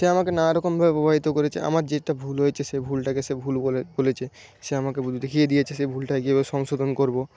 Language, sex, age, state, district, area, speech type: Bengali, male, 18-30, West Bengal, Paschim Medinipur, rural, spontaneous